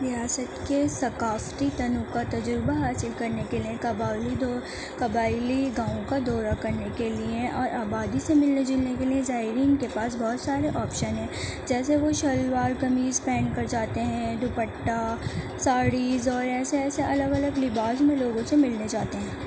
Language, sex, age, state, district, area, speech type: Urdu, female, 18-30, Delhi, Central Delhi, urban, spontaneous